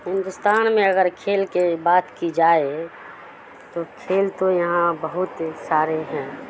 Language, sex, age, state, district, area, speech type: Urdu, female, 30-45, Bihar, Madhubani, rural, spontaneous